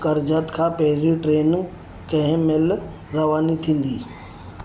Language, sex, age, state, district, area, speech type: Sindhi, male, 30-45, Maharashtra, Mumbai Suburban, urban, read